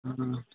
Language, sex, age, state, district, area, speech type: Maithili, male, 18-30, Bihar, Samastipur, rural, conversation